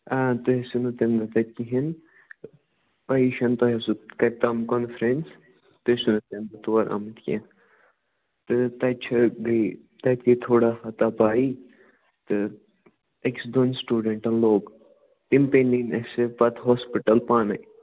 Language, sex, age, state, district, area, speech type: Kashmiri, male, 18-30, Jammu and Kashmir, Budgam, rural, conversation